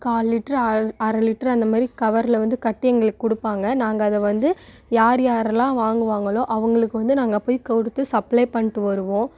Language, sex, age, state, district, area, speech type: Tamil, female, 18-30, Tamil Nadu, Coimbatore, rural, spontaneous